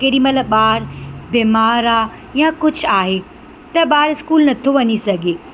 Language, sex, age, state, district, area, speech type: Sindhi, female, 30-45, Madhya Pradesh, Katni, urban, spontaneous